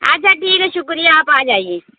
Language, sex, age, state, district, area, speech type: Urdu, female, 18-30, Uttar Pradesh, Lucknow, rural, conversation